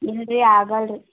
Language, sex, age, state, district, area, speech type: Kannada, female, 18-30, Karnataka, Gulbarga, urban, conversation